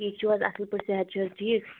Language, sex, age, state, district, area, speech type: Kashmiri, female, 45-60, Jammu and Kashmir, Kulgam, rural, conversation